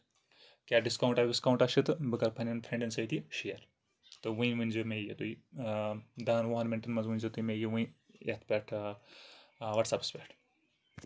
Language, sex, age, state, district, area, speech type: Kashmiri, male, 30-45, Jammu and Kashmir, Kupwara, rural, spontaneous